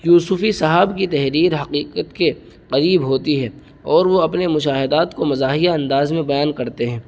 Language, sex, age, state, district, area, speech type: Urdu, male, 18-30, Uttar Pradesh, Saharanpur, urban, spontaneous